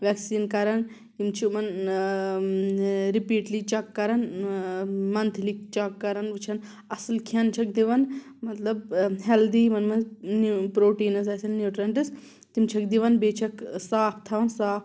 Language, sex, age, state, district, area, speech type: Kashmiri, female, 30-45, Jammu and Kashmir, Shopian, urban, spontaneous